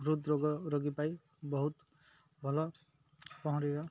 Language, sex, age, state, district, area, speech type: Odia, male, 30-45, Odisha, Malkangiri, urban, spontaneous